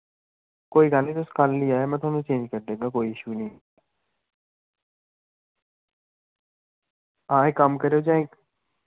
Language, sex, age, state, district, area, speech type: Dogri, male, 18-30, Jammu and Kashmir, Samba, rural, conversation